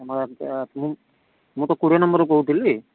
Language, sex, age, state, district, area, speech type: Odia, male, 45-60, Odisha, Sundergarh, rural, conversation